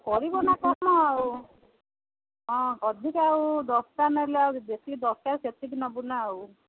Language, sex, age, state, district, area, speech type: Odia, female, 45-60, Odisha, Sundergarh, rural, conversation